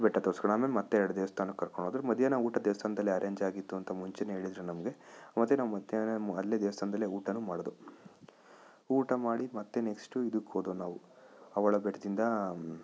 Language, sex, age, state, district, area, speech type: Kannada, male, 18-30, Karnataka, Chikkaballapur, urban, spontaneous